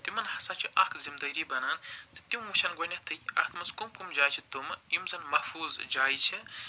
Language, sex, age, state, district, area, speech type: Kashmiri, male, 45-60, Jammu and Kashmir, Budgam, urban, spontaneous